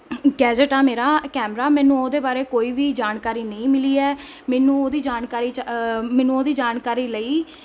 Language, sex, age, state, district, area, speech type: Punjabi, female, 18-30, Punjab, Ludhiana, urban, spontaneous